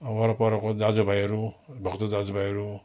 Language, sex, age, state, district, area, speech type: Nepali, male, 60+, West Bengal, Darjeeling, rural, spontaneous